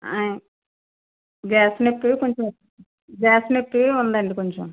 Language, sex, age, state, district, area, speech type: Telugu, female, 60+, Andhra Pradesh, West Godavari, rural, conversation